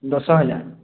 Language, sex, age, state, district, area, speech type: Odia, male, 18-30, Odisha, Subarnapur, urban, conversation